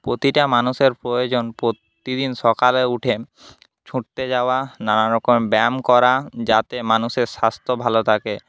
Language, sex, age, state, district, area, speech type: Bengali, male, 18-30, West Bengal, Jhargram, rural, spontaneous